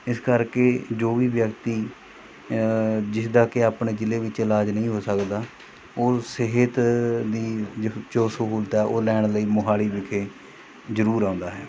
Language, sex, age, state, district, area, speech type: Punjabi, male, 45-60, Punjab, Mohali, rural, spontaneous